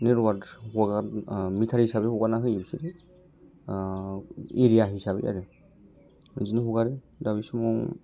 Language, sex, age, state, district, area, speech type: Bodo, male, 30-45, Assam, Kokrajhar, rural, spontaneous